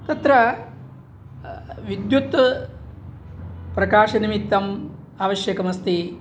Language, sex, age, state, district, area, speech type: Sanskrit, male, 60+, Tamil Nadu, Mayiladuthurai, urban, spontaneous